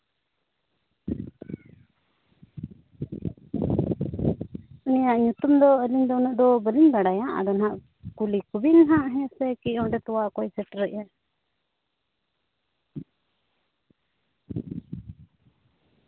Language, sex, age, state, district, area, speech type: Santali, female, 18-30, Jharkhand, Seraikela Kharsawan, rural, conversation